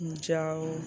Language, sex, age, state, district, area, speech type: Hindi, male, 60+, Uttar Pradesh, Sonbhadra, rural, read